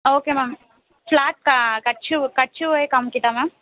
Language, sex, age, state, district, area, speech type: Tamil, female, 18-30, Tamil Nadu, Perambalur, rural, conversation